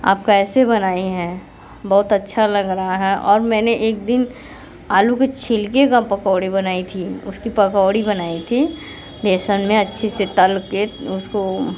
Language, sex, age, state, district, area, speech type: Hindi, female, 45-60, Uttar Pradesh, Mirzapur, urban, spontaneous